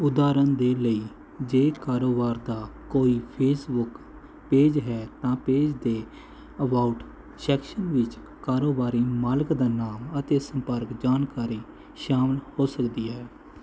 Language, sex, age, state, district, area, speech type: Punjabi, male, 30-45, Punjab, Mohali, urban, read